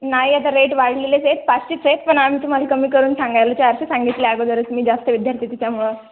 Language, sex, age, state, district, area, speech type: Marathi, female, 18-30, Maharashtra, Hingoli, urban, conversation